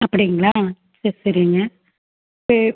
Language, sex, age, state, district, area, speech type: Tamil, female, 45-60, Tamil Nadu, Erode, rural, conversation